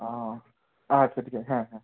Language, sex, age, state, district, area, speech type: Bengali, male, 18-30, West Bengal, Bankura, urban, conversation